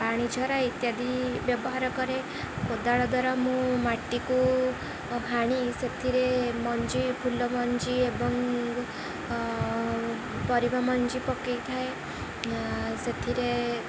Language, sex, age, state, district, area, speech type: Odia, female, 18-30, Odisha, Jagatsinghpur, rural, spontaneous